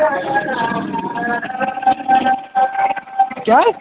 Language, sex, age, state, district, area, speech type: Kashmiri, male, 18-30, Jammu and Kashmir, Shopian, rural, conversation